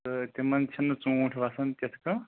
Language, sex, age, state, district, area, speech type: Kashmiri, male, 18-30, Jammu and Kashmir, Anantnag, rural, conversation